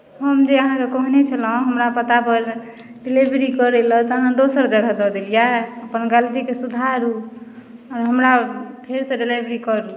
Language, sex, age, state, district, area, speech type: Maithili, female, 45-60, Bihar, Madhubani, rural, spontaneous